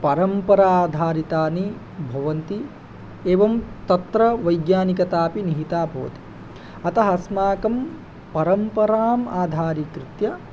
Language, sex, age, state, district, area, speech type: Sanskrit, male, 18-30, Odisha, Angul, rural, spontaneous